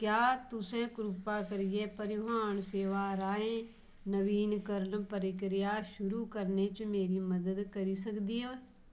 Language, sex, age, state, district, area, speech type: Dogri, female, 45-60, Jammu and Kashmir, Kathua, rural, read